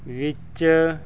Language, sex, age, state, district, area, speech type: Punjabi, male, 30-45, Punjab, Fazilka, rural, read